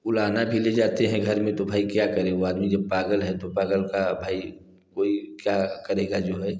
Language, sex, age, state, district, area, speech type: Hindi, male, 45-60, Uttar Pradesh, Prayagraj, rural, spontaneous